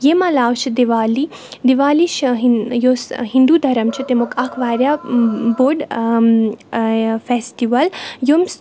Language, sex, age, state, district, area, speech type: Kashmiri, female, 18-30, Jammu and Kashmir, Baramulla, rural, spontaneous